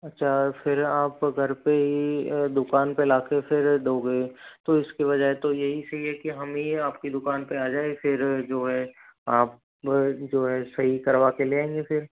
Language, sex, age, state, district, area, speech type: Hindi, male, 30-45, Rajasthan, Jaipur, urban, conversation